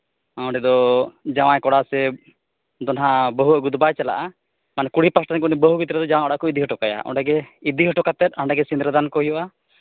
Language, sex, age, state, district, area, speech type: Santali, male, 30-45, Jharkhand, East Singhbhum, rural, conversation